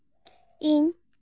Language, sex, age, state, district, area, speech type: Santali, female, 18-30, West Bengal, Jhargram, rural, spontaneous